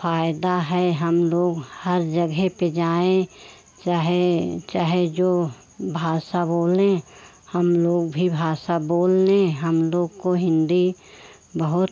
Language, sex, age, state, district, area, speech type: Hindi, female, 45-60, Uttar Pradesh, Pratapgarh, rural, spontaneous